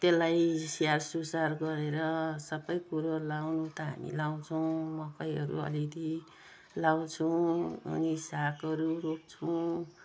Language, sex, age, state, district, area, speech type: Nepali, female, 60+, West Bengal, Jalpaiguri, urban, spontaneous